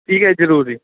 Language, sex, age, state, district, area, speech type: Punjabi, male, 18-30, Punjab, Ludhiana, urban, conversation